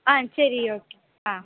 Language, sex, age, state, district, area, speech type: Tamil, female, 18-30, Tamil Nadu, Pudukkottai, rural, conversation